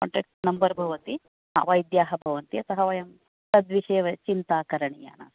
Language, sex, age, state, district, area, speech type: Sanskrit, female, 45-60, Karnataka, Uttara Kannada, urban, conversation